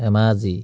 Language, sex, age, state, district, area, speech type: Assamese, male, 30-45, Assam, Biswanath, rural, spontaneous